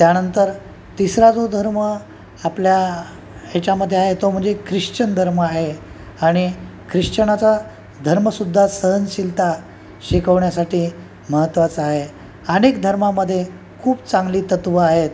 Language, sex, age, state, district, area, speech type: Marathi, male, 45-60, Maharashtra, Nanded, urban, spontaneous